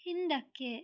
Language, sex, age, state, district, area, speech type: Kannada, female, 18-30, Karnataka, Shimoga, rural, read